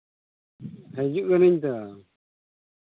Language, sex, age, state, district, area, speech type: Santali, male, 18-30, Jharkhand, Pakur, rural, conversation